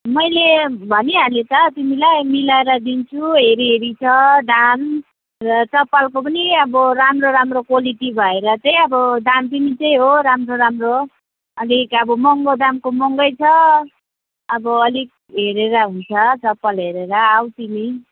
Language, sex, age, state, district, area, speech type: Nepali, female, 45-60, West Bengal, Alipurduar, rural, conversation